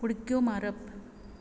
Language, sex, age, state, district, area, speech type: Goan Konkani, female, 30-45, Goa, Quepem, rural, read